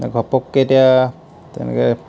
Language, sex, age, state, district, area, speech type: Assamese, male, 30-45, Assam, Jorhat, urban, spontaneous